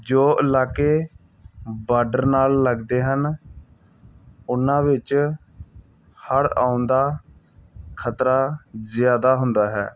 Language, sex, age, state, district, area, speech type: Punjabi, male, 30-45, Punjab, Hoshiarpur, urban, spontaneous